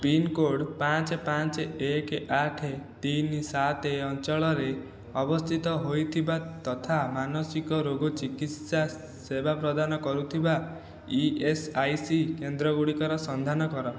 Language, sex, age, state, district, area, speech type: Odia, male, 18-30, Odisha, Khordha, rural, read